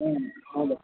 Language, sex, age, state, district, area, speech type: Nepali, male, 18-30, West Bengal, Alipurduar, urban, conversation